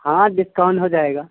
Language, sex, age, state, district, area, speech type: Urdu, male, 18-30, Bihar, Purnia, rural, conversation